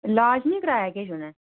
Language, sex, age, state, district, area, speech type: Dogri, female, 30-45, Jammu and Kashmir, Udhampur, urban, conversation